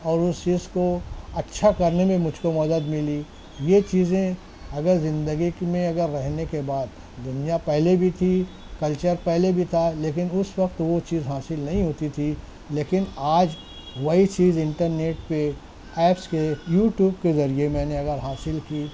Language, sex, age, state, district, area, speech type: Urdu, male, 60+, Maharashtra, Nashik, urban, spontaneous